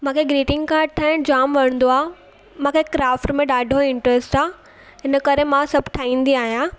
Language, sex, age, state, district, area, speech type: Sindhi, female, 18-30, Gujarat, Surat, urban, spontaneous